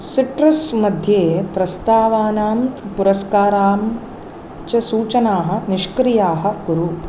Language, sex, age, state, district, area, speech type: Sanskrit, female, 30-45, Tamil Nadu, Chennai, urban, read